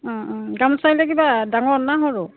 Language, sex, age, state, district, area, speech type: Assamese, female, 45-60, Assam, Goalpara, urban, conversation